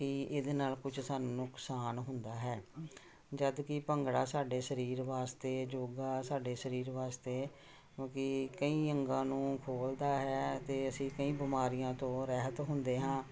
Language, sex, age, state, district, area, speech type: Punjabi, female, 45-60, Punjab, Jalandhar, urban, spontaneous